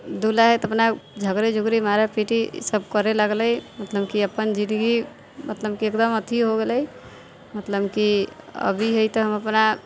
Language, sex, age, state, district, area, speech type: Maithili, female, 45-60, Bihar, Sitamarhi, rural, spontaneous